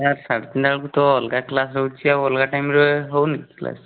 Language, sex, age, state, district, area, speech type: Odia, male, 18-30, Odisha, Mayurbhanj, rural, conversation